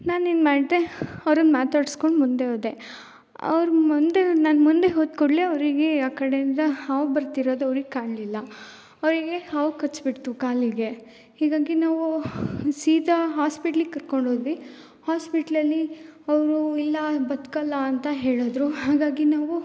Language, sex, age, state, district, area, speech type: Kannada, female, 18-30, Karnataka, Chikkamagaluru, rural, spontaneous